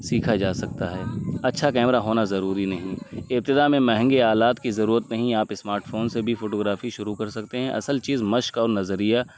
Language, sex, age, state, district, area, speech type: Urdu, male, 18-30, Uttar Pradesh, Azamgarh, rural, spontaneous